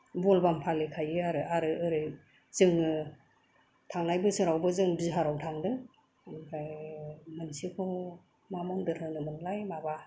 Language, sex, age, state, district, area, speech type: Bodo, female, 45-60, Assam, Kokrajhar, rural, spontaneous